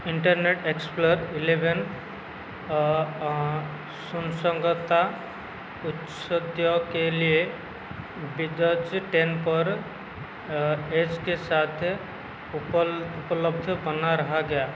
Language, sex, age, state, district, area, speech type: Hindi, male, 45-60, Madhya Pradesh, Seoni, rural, read